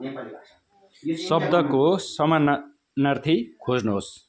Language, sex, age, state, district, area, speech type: Nepali, male, 45-60, West Bengal, Darjeeling, rural, read